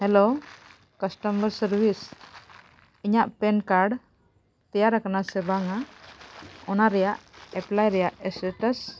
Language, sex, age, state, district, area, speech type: Santali, female, 45-60, Jharkhand, Bokaro, rural, spontaneous